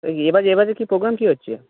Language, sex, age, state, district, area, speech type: Bengali, male, 18-30, West Bengal, Darjeeling, urban, conversation